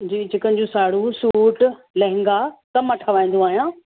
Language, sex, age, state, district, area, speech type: Sindhi, female, 30-45, Uttar Pradesh, Lucknow, urban, conversation